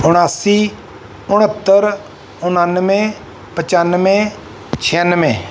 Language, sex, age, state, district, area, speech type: Punjabi, male, 45-60, Punjab, Mansa, urban, spontaneous